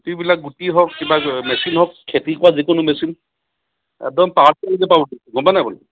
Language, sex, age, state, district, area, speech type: Assamese, male, 30-45, Assam, Sivasagar, rural, conversation